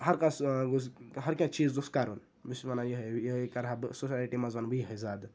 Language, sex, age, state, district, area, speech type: Kashmiri, male, 18-30, Jammu and Kashmir, Ganderbal, rural, spontaneous